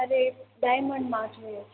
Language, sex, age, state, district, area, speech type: Gujarati, female, 18-30, Gujarat, Junagadh, urban, conversation